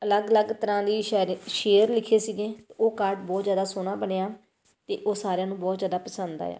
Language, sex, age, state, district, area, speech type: Punjabi, female, 30-45, Punjab, Tarn Taran, rural, spontaneous